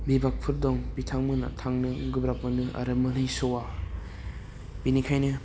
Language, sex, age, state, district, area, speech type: Bodo, male, 18-30, Assam, Udalguri, urban, spontaneous